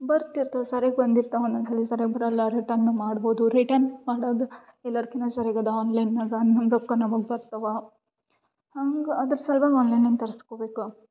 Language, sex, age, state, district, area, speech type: Kannada, female, 18-30, Karnataka, Gulbarga, urban, spontaneous